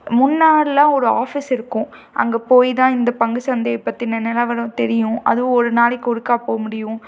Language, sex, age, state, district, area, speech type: Tamil, female, 18-30, Tamil Nadu, Tiruppur, rural, spontaneous